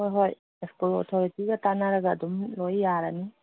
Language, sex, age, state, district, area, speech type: Manipuri, female, 45-60, Manipur, Kangpokpi, urban, conversation